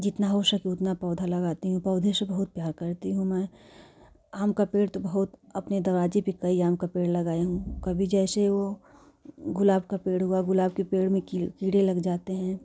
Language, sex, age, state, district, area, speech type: Hindi, female, 45-60, Uttar Pradesh, Jaunpur, urban, spontaneous